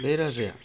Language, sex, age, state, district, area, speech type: Bodo, male, 30-45, Assam, Baksa, urban, spontaneous